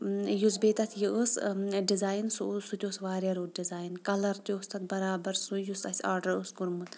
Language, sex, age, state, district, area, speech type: Kashmiri, female, 30-45, Jammu and Kashmir, Kulgam, rural, spontaneous